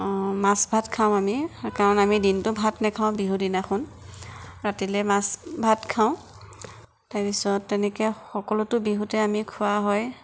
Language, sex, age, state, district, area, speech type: Assamese, female, 30-45, Assam, Nagaon, rural, spontaneous